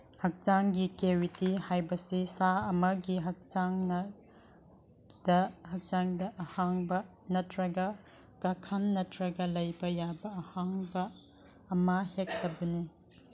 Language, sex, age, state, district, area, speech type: Manipuri, female, 18-30, Manipur, Chandel, rural, read